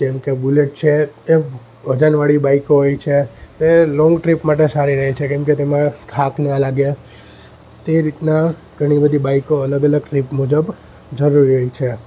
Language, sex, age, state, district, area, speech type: Gujarati, male, 18-30, Gujarat, Junagadh, rural, spontaneous